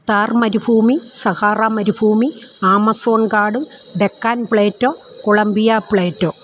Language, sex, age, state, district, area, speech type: Malayalam, female, 60+, Kerala, Alappuzha, rural, spontaneous